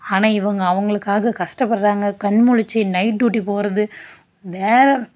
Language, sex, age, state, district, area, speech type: Tamil, female, 18-30, Tamil Nadu, Dharmapuri, rural, spontaneous